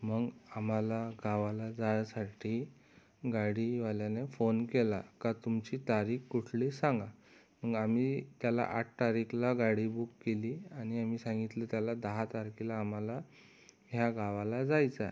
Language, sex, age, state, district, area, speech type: Marathi, male, 18-30, Maharashtra, Amravati, urban, spontaneous